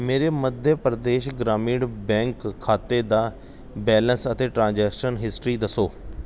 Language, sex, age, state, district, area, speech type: Punjabi, male, 30-45, Punjab, Kapurthala, urban, read